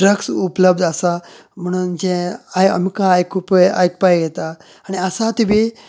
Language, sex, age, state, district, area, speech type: Goan Konkani, male, 30-45, Goa, Canacona, rural, spontaneous